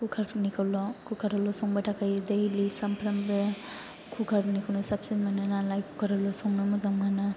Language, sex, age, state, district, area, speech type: Bodo, male, 18-30, Assam, Chirang, rural, spontaneous